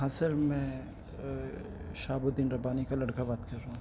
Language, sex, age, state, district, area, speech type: Urdu, male, 18-30, Delhi, North East Delhi, urban, spontaneous